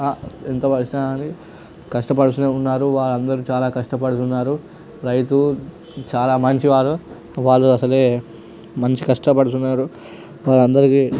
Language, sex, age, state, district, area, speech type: Telugu, male, 18-30, Telangana, Nirmal, urban, spontaneous